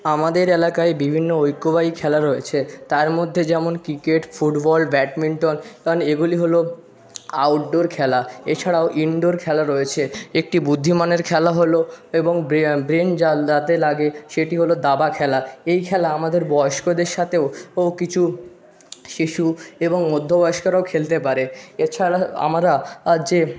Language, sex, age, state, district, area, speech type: Bengali, male, 45-60, West Bengal, Jhargram, rural, spontaneous